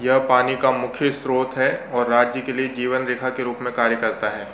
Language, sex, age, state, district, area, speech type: Hindi, male, 18-30, Madhya Pradesh, Bhopal, urban, read